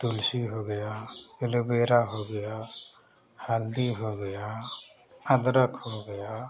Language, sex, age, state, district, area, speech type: Hindi, male, 30-45, Uttar Pradesh, Chandauli, rural, spontaneous